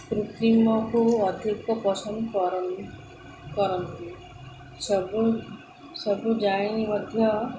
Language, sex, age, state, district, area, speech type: Odia, female, 30-45, Odisha, Sundergarh, urban, spontaneous